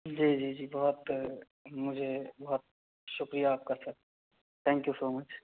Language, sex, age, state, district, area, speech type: Urdu, male, 18-30, Delhi, South Delhi, urban, conversation